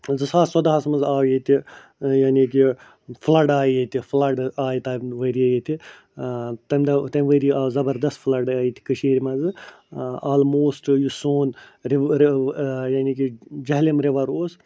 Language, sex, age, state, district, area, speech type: Kashmiri, male, 60+, Jammu and Kashmir, Ganderbal, rural, spontaneous